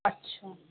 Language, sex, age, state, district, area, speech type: Sindhi, female, 60+, Uttar Pradesh, Lucknow, urban, conversation